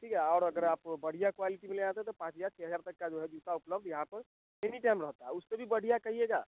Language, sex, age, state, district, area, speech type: Hindi, male, 30-45, Bihar, Vaishali, rural, conversation